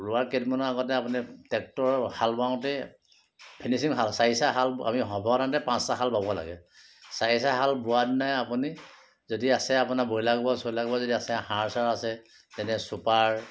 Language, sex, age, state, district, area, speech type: Assamese, male, 45-60, Assam, Sivasagar, rural, spontaneous